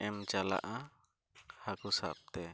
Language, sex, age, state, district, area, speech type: Santali, male, 30-45, Jharkhand, East Singhbhum, rural, spontaneous